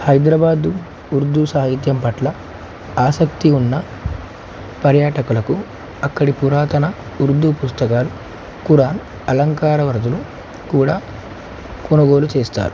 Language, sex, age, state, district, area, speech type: Telugu, male, 18-30, Telangana, Nagarkurnool, urban, spontaneous